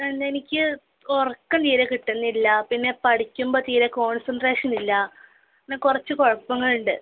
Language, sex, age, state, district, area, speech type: Malayalam, female, 18-30, Kerala, Malappuram, rural, conversation